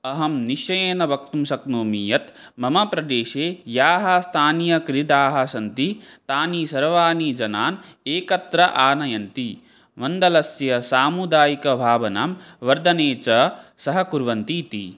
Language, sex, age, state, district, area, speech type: Sanskrit, male, 18-30, Assam, Barpeta, rural, spontaneous